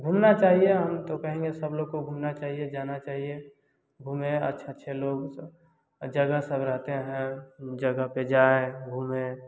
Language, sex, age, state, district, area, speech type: Hindi, male, 18-30, Bihar, Samastipur, rural, spontaneous